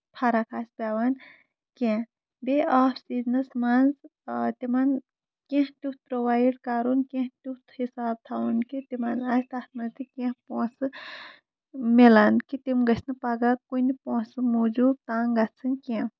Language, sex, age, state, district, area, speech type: Kashmiri, female, 30-45, Jammu and Kashmir, Shopian, urban, spontaneous